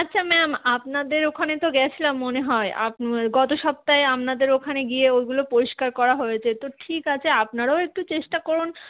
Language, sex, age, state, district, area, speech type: Bengali, female, 30-45, West Bengal, Darjeeling, urban, conversation